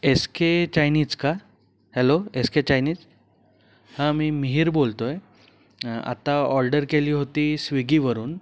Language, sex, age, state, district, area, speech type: Marathi, male, 30-45, Maharashtra, Pune, urban, spontaneous